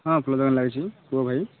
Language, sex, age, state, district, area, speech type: Odia, male, 18-30, Odisha, Malkangiri, urban, conversation